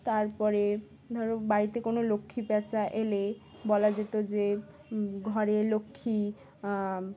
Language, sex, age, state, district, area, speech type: Bengali, female, 18-30, West Bengal, Dakshin Dinajpur, urban, spontaneous